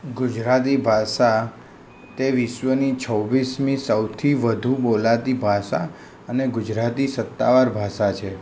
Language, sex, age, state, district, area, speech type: Gujarati, male, 30-45, Gujarat, Kheda, rural, spontaneous